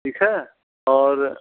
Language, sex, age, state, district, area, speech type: Hindi, male, 60+, Uttar Pradesh, Mirzapur, urban, conversation